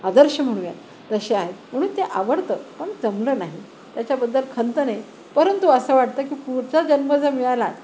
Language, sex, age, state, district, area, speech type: Marathi, female, 60+, Maharashtra, Nanded, urban, spontaneous